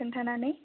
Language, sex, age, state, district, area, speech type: Bodo, female, 18-30, Assam, Baksa, rural, conversation